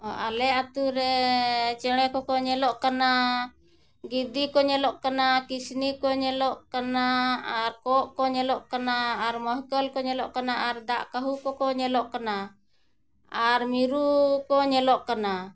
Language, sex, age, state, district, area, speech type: Santali, female, 45-60, Jharkhand, Bokaro, rural, spontaneous